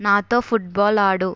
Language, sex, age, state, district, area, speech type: Telugu, female, 18-30, Andhra Pradesh, Eluru, rural, read